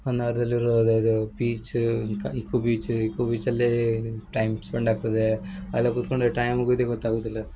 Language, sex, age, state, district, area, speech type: Kannada, male, 18-30, Karnataka, Uttara Kannada, rural, spontaneous